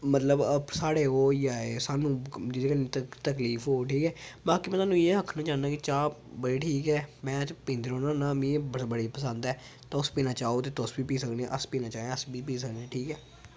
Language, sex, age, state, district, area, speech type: Dogri, male, 18-30, Jammu and Kashmir, Samba, rural, spontaneous